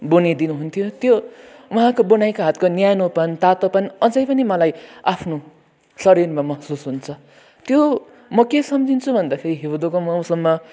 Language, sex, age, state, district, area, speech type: Nepali, male, 18-30, West Bengal, Kalimpong, rural, spontaneous